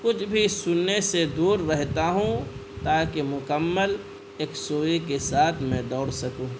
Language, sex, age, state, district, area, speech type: Urdu, male, 18-30, Bihar, Purnia, rural, spontaneous